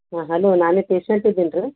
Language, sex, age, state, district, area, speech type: Kannada, female, 45-60, Karnataka, Gulbarga, urban, conversation